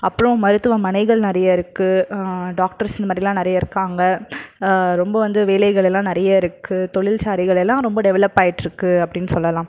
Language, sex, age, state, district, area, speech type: Tamil, male, 45-60, Tamil Nadu, Krishnagiri, rural, spontaneous